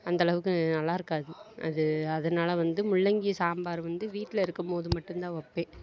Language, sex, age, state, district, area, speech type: Tamil, female, 45-60, Tamil Nadu, Mayiladuthurai, urban, spontaneous